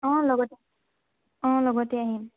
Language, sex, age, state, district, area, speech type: Assamese, female, 18-30, Assam, Lakhimpur, rural, conversation